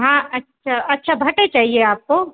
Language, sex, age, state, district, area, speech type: Hindi, female, 30-45, Madhya Pradesh, Hoshangabad, rural, conversation